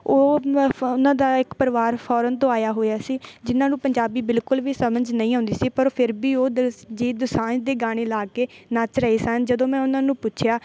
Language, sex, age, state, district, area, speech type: Punjabi, female, 18-30, Punjab, Bathinda, rural, spontaneous